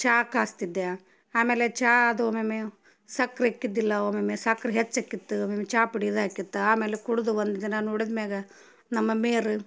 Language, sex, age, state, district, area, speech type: Kannada, female, 30-45, Karnataka, Gadag, rural, spontaneous